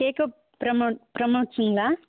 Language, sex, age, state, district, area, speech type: Tamil, female, 30-45, Tamil Nadu, Erode, rural, conversation